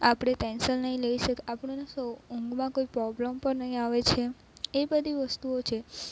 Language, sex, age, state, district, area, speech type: Gujarati, female, 18-30, Gujarat, Narmada, rural, spontaneous